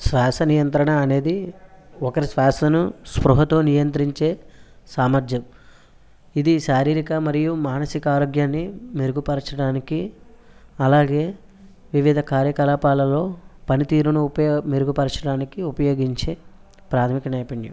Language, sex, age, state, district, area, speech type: Telugu, male, 30-45, Andhra Pradesh, West Godavari, rural, spontaneous